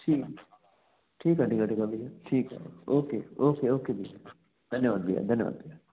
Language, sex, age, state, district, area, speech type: Sindhi, male, 30-45, Uttar Pradesh, Lucknow, urban, conversation